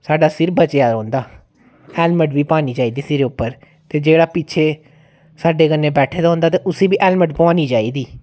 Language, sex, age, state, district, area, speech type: Dogri, female, 18-30, Jammu and Kashmir, Jammu, rural, spontaneous